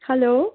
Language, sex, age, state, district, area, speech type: Nepali, female, 30-45, West Bengal, Darjeeling, rural, conversation